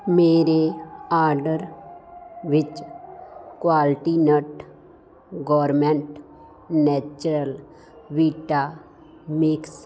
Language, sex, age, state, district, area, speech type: Punjabi, female, 45-60, Punjab, Fazilka, rural, read